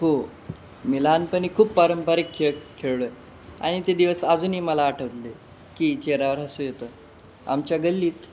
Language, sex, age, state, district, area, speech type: Marathi, male, 18-30, Maharashtra, Jalna, urban, spontaneous